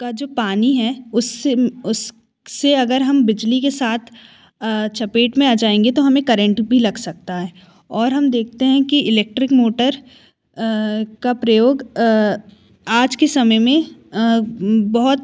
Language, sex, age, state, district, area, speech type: Hindi, female, 18-30, Madhya Pradesh, Jabalpur, urban, spontaneous